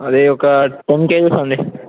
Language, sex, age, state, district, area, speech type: Telugu, male, 18-30, Telangana, Ranga Reddy, urban, conversation